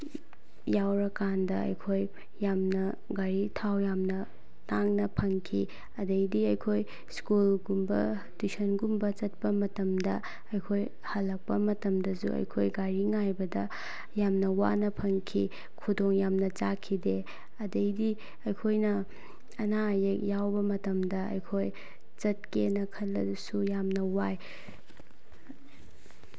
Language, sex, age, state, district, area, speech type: Manipuri, female, 18-30, Manipur, Bishnupur, rural, spontaneous